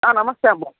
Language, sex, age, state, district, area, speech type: Telugu, male, 30-45, Andhra Pradesh, Anantapur, rural, conversation